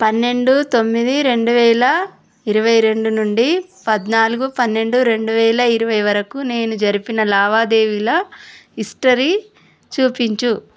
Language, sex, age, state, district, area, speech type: Telugu, female, 30-45, Telangana, Vikarabad, urban, read